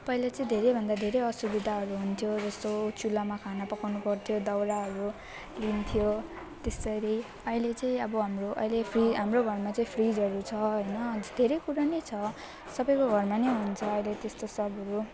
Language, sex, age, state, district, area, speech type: Nepali, female, 18-30, West Bengal, Alipurduar, urban, spontaneous